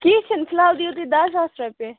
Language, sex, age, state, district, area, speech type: Kashmiri, other, 18-30, Jammu and Kashmir, Baramulla, rural, conversation